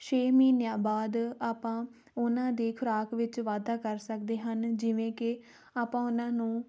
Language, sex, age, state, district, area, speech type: Punjabi, female, 18-30, Punjab, Tarn Taran, rural, spontaneous